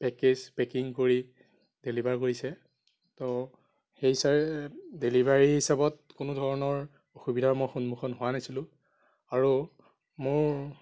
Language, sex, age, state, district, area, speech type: Assamese, male, 30-45, Assam, Darrang, rural, spontaneous